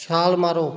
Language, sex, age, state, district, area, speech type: Punjabi, male, 30-45, Punjab, Fatehgarh Sahib, rural, read